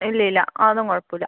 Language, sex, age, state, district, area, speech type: Malayalam, female, 18-30, Kerala, Kannur, rural, conversation